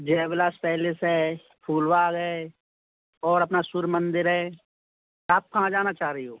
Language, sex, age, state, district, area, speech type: Hindi, male, 30-45, Madhya Pradesh, Gwalior, rural, conversation